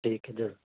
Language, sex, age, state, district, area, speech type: Urdu, male, 18-30, Uttar Pradesh, Saharanpur, urban, conversation